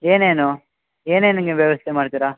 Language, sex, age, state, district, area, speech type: Kannada, male, 18-30, Karnataka, Shimoga, rural, conversation